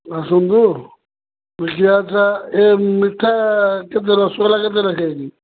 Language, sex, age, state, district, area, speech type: Odia, male, 60+, Odisha, Gajapati, rural, conversation